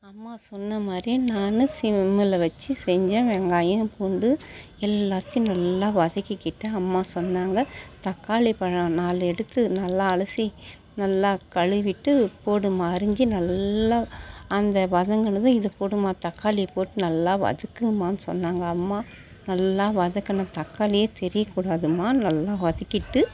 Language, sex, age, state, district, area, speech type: Tamil, female, 60+, Tamil Nadu, Mayiladuthurai, rural, spontaneous